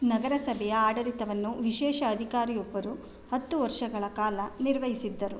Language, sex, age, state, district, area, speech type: Kannada, female, 30-45, Karnataka, Mandya, rural, read